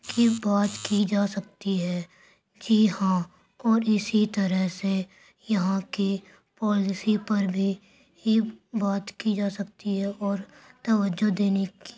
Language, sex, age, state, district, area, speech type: Urdu, female, 45-60, Delhi, Central Delhi, urban, spontaneous